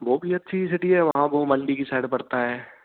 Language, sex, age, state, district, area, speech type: Hindi, male, 18-30, Rajasthan, Bharatpur, urban, conversation